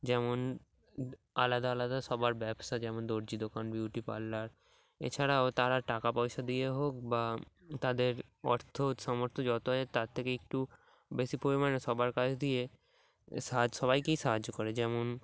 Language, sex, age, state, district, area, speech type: Bengali, male, 18-30, West Bengal, Dakshin Dinajpur, urban, spontaneous